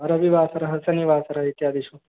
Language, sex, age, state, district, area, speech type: Sanskrit, male, 18-30, Bihar, East Champaran, urban, conversation